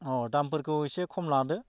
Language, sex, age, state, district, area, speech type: Bodo, male, 45-60, Assam, Baksa, rural, spontaneous